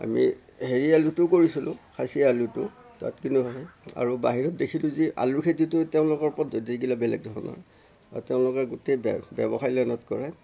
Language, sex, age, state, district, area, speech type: Assamese, male, 60+, Assam, Darrang, rural, spontaneous